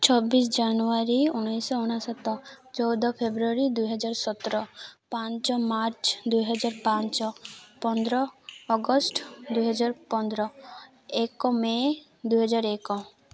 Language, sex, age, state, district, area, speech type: Odia, female, 18-30, Odisha, Malkangiri, urban, spontaneous